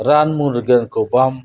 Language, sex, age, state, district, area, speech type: Santali, male, 60+, Odisha, Mayurbhanj, rural, spontaneous